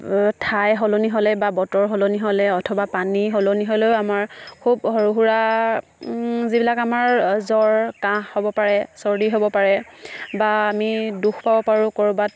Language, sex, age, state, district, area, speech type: Assamese, female, 18-30, Assam, Charaideo, rural, spontaneous